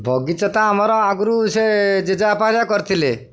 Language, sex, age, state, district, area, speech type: Odia, male, 45-60, Odisha, Jagatsinghpur, urban, spontaneous